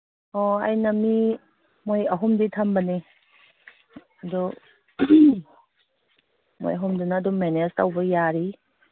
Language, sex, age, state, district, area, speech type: Manipuri, female, 45-60, Manipur, Kangpokpi, urban, conversation